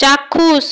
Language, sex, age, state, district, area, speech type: Bengali, female, 30-45, West Bengal, North 24 Parganas, rural, read